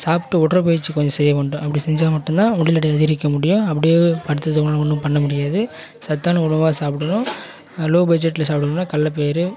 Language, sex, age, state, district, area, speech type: Tamil, male, 18-30, Tamil Nadu, Kallakurichi, rural, spontaneous